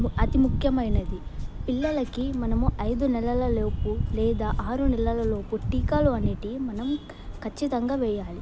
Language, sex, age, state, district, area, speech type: Telugu, female, 18-30, Telangana, Mulugu, rural, spontaneous